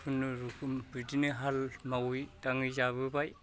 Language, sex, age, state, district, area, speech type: Bodo, male, 45-60, Assam, Kokrajhar, urban, spontaneous